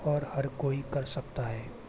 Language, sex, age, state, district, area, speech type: Hindi, male, 18-30, Madhya Pradesh, Jabalpur, urban, spontaneous